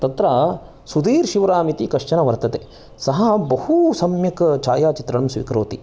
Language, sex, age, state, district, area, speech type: Sanskrit, male, 30-45, Karnataka, Chikkamagaluru, urban, spontaneous